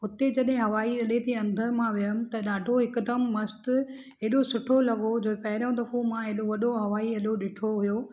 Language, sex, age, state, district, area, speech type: Sindhi, female, 45-60, Maharashtra, Thane, urban, spontaneous